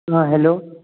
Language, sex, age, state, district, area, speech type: Hindi, male, 18-30, Bihar, Begusarai, rural, conversation